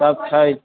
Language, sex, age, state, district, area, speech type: Maithili, male, 30-45, Bihar, Sitamarhi, urban, conversation